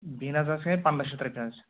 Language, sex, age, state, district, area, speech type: Kashmiri, male, 18-30, Jammu and Kashmir, Pulwama, rural, conversation